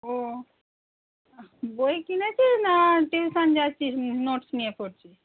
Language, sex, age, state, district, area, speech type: Bengali, female, 45-60, West Bengal, Hooghly, rural, conversation